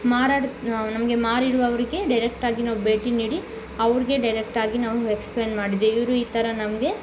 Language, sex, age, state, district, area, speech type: Kannada, female, 18-30, Karnataka, Tumkur, rural, spontaneous